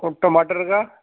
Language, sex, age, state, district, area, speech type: Urdu, male, 30-45, Uttar Pradesh, Gautam Buddha Nagar, urban, conversation